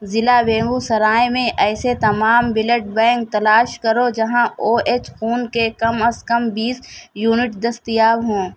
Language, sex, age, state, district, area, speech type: Urdu, female, 30-45, Uttar Pradesh, Shahjahanpur, urban, read